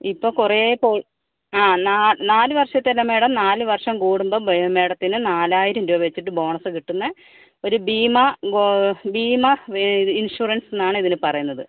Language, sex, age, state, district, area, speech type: Malayalam, female, 60+, Kerala, Kozhikode, urban, conversation